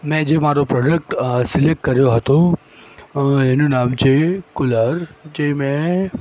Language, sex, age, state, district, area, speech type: Gujarati, female, 18-30, Gujarat, Ahmedabad, urban, spontaneous